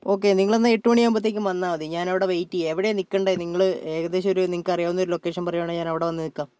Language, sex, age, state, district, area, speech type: Malayalam, male, 45-60, Kerala, Kozhikode, urban, spontaneous